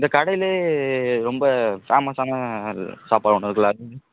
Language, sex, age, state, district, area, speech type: Tamil, male, 18-30, Tamil Nadu, Virudhunagar, urban, conversation